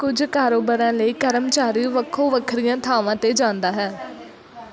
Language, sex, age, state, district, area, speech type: Punjabi, female, 18-30, Punjab, Mansa, rural, read